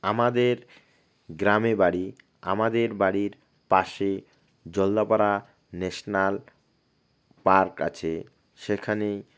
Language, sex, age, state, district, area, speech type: Bengali, male, 30-45, West Bengal, Alipurduar, rural, spontaneous